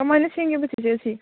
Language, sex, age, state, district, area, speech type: Manipuri, female, 18-30, Manipur, Kakching, rural, conversation